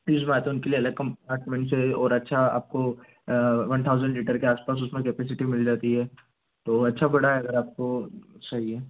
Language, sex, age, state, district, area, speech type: Hindi, male, 18-30, Madhya Pradesh, Ujjain, urban, conversation